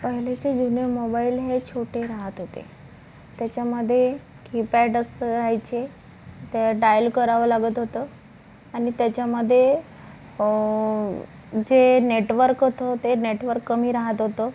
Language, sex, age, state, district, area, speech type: Marathi, female, 30-45, Maharashtra, Nagpur, urban, spontaneous